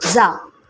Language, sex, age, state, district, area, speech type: Marathi, female, 30-45, Maharashtra, Mumbai Suburban, urban, read